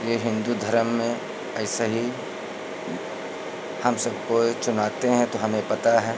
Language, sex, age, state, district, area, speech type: Hindi, male, 45-60, Uttar Pradesh, Lucknow, rural, spontaneous